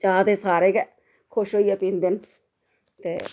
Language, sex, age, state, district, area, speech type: Dogri, female, 45-60, Jammu and Kashmir, Reasi, rural, spontaneous